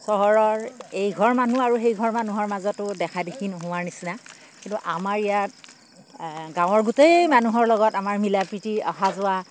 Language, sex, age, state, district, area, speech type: Assamese, female, 60+, Assam, Darrang, rural, spontaneous